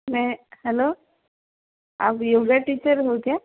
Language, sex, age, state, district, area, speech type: Hindi, female, 30-45, Madhya Pradesh, Seoni, urban, conversation